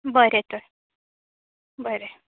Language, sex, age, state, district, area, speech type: Goan Konkani, female, 18-30, Goa, Ponda, rural, conversation